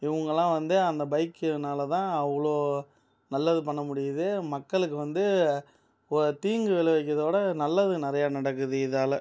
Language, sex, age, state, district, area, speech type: Tamil, male, 30-45, Tamil Nadu, Cuddalore, urban, spontaneous